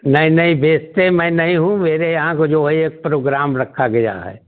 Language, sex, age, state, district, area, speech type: Hindi, male, 60+, Uttar Pradesh, Chandauli, rural, conversation